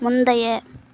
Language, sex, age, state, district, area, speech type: Tamil, female, 18-30, Tamil Nadu, Kallakurichi, rural, read